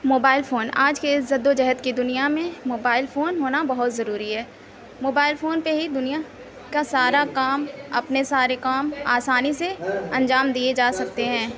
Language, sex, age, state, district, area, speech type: Urdu, male, 18-30, Uttar Pradesh, Mau, urban, spontaneous